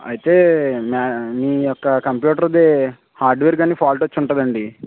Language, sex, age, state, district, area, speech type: Telugu, male, 18-30, Andhra Pradesh, West Godavari, rural, conversation